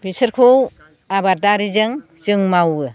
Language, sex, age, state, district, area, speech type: Bodo, female, 60+, Assam, Chirang, rural, spontaneous